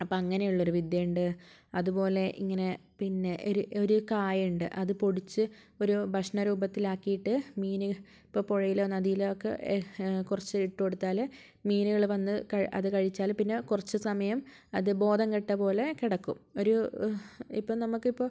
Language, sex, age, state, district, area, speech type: Malayalam, female, 30-45, Kerala, Wayanad, rural, spontaneous